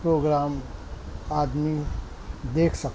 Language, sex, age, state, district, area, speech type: Urdu, male, 60+, Maharashtra, Nashik, urban, spontaneous